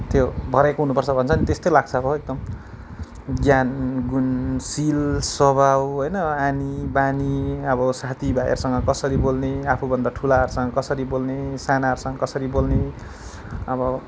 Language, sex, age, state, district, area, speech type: Nepali, male, 30-45, West Bengal, Kalimpong, rural, spontaneous